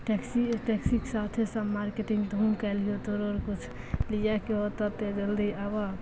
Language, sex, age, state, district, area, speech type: Maithili, female, 18-30, Bihar, Begusarai, rural, spontaneous